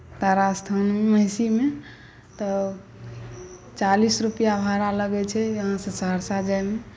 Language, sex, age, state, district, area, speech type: Maithili, female, 45-60, Bihar, Saharsa, rural, spontaneous